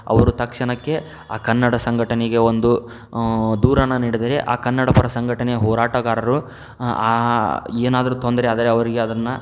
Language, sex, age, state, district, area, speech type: Kannada, male, 30-45, Karnataka, Tumkur, urban, spontaneous